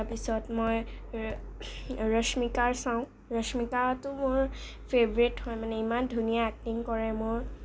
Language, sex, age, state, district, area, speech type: Assamese, female, 18-30, Assam, Kamrup Metropolitan, urban, spontaneous